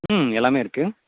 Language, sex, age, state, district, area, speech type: Tamil, male, 30-45, Tamil Nadu, Nagapattinam, rural, conversation